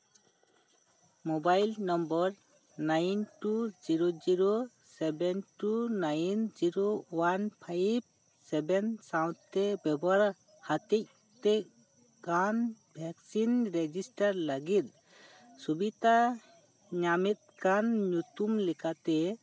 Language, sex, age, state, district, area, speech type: Santali, male, 30-45, West Bengal, Purba Bardhaman, rural, read